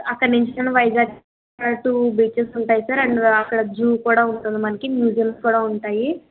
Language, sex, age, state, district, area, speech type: Telugu, female, 30-45, Andhra Pradesh, Kakinada, urban, conversation